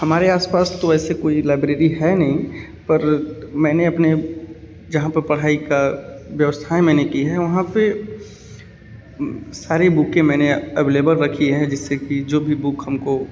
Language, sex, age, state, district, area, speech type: Hindi, male, 30-45, Uttar Pradesh, Varanasi, urban, spontaneous